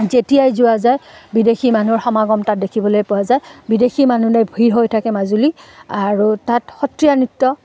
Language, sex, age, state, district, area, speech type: Assamese, female, 30-45, Assam, Udalguri, rural, spontaneous